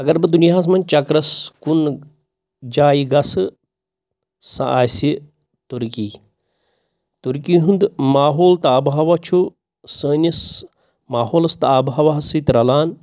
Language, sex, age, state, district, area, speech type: Kashmiri, male, 30-45, Jammu and Kashmir, Pulwama, rural, spontaneous